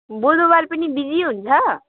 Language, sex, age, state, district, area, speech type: Nepali, female, 18-30, West Bengal, Alipurduar, urban, conversation